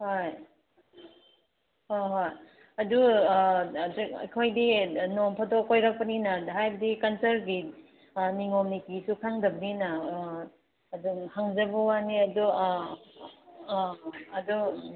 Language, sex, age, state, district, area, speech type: Manipuri, female, 45-60, Manipur, Ukhrul, rural, conversation